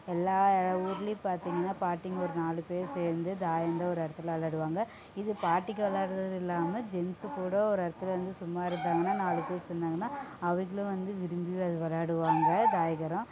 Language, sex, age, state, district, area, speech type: Tamil, female, 18-30, Tamil Nadu, Namakkal, rural, spontaneous